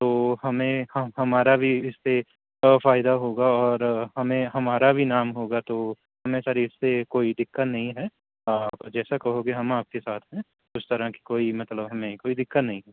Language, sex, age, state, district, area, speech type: Urdu, male, 30-45, Delhi, New Delhi, urban, conversation